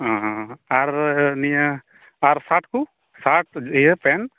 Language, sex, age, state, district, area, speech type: Santali, male, 18-30, West Bengal, Malda, rural, conversation